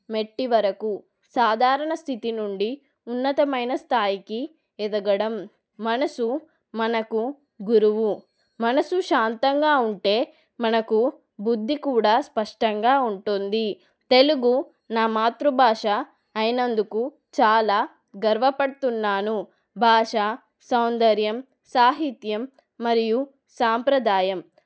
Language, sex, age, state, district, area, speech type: Telugu, female, 30-45, Telangana, Adilabad, rural, spontaneous